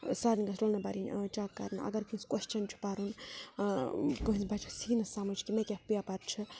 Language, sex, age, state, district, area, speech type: Kashmiri, female, 30-45, Jammu and Kashmir, Budgam, rural, spontaneous